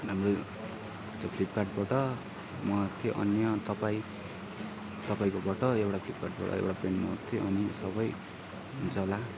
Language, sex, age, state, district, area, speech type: Nepali, male, 30-45, West Bengal, Darjeeling, rural, spontaneous